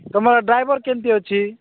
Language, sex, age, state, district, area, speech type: Odia, male, 45-60, Odisha, Nabarangpur, rural, conversation